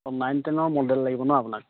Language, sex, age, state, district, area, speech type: Assamese, male, 18-30, Assam, Sivasagar, rural, conversation